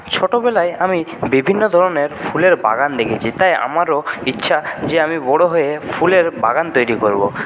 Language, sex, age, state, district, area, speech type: Bengali, male, 30-45, West Bengal, Purulia, rural, spontaneous